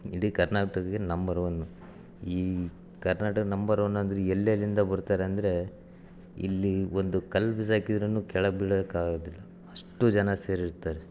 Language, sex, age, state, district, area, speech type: Kannada, male, 30-45, Karnataka, Chitradurga, rural, spontaneous